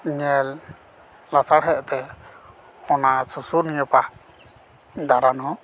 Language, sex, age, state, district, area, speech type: Santali, male, 30-45, West Bengal, Paschim Bardhaman, rural, spontaneous